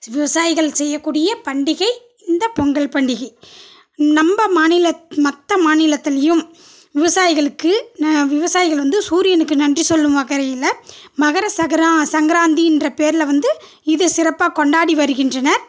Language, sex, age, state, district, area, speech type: Tamil, female, 30-45, Tamil Nadu, Dharmapuri, rural, spontaneous